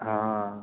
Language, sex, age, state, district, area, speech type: Marathi, male, 30-45, Maharashtra, Yavatmal, urban, conversation